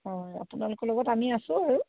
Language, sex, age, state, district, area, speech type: Assamese, female, 45-60, Assam, Sivasagar, rural, conversation